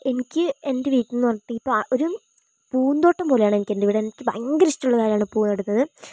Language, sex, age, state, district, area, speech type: Malayalam, female, 18-30, Kerala, Wayanad, rural, spontaneous